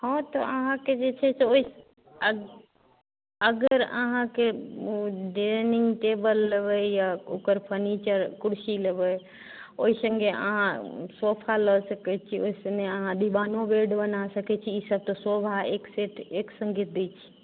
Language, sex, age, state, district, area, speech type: Maithili, female, 45-60, Bihar, Madhubani, rural, conversation